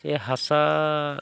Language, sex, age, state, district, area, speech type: Santali, male, 45-60, Jharkhand, Bokaro, rural, spontaneous